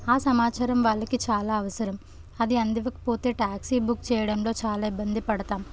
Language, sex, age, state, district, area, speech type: Telugu, female, 18-30, Telangana, Jangaon, urban, spontaneous